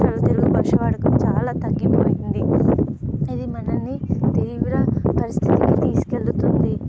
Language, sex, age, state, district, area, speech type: Telugu, female, 18-30, Telangana, Nizamabad, urban, spontaneous